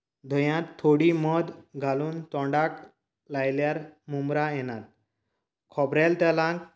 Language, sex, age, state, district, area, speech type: Goan Konkani, male, 30-45, Goa, Canacona, rural, spontaneous